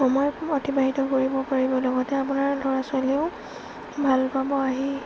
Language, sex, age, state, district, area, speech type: Assamese, female, 30-45, Assam, Golaghat, urban, spontaneous